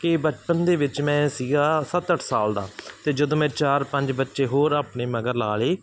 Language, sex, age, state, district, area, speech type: Punjabi, male, 30-45, Punjab, Barnala, rural, spontaneous